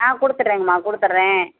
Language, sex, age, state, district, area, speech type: Tamil, female, 45-60, Tamil Nadu, Theni, rural, conversation